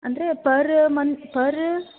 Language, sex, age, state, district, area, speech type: Kannada, female, 18-30, Karnataka, Gadag, rural, conversation